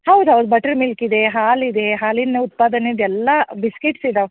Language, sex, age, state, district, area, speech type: Kannada, female, 30-45, Karnataka, Dharwad, urban, conversation